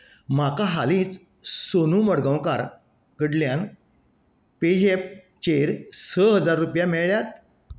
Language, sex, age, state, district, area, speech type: Goan Konkani, male, 60+, Goa, Canacona, rural, read